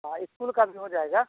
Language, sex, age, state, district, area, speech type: Hindi, male, 30-45, Bihar, Samastipur, rural, conversation